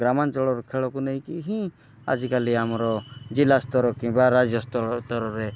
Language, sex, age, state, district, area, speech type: Odia, male, 30-45, Odisha, Kalahandi, rural, spontaneous